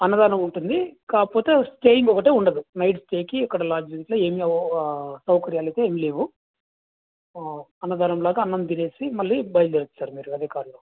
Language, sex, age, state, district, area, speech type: Telugu, male, 30-45, Andhra Pradesh, Krishna, urban, conversation